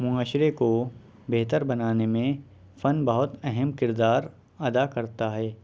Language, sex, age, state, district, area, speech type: Urdu, male, 18-30, Uttar Pradesh, Shahjahanpur, rural, spontaneous